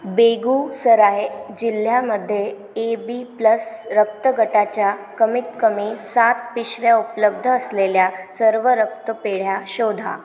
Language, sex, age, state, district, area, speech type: Marathi, female, 18-30, Maharashtra, Washim, rural, read